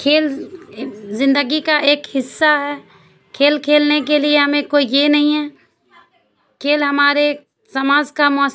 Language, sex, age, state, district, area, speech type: Urdu, female, 30-45, Bihar, Supaul, rural, spontaneous